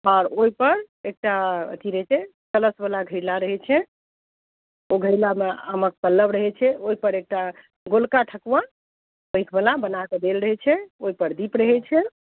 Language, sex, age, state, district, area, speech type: Maithili, other, 60+, Bihar, Madhubani, urban, conversation